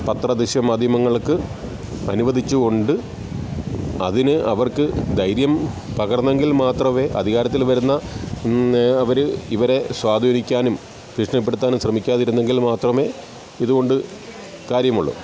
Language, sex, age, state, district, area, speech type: Malayalam, male, 45-60, Kerala, Alappuzha, rural, spontaneous